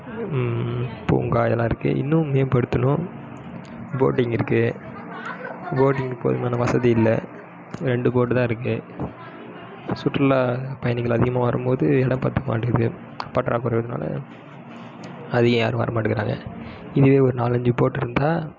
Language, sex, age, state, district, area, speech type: Tamil, male, 18-30, Tamil Nadu, Kallakurichi, rural, spontaneous